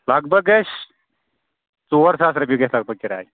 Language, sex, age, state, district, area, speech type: Kashmiri, male, 18-30, Jammu and Kashmir, Kulgam, rural, conversation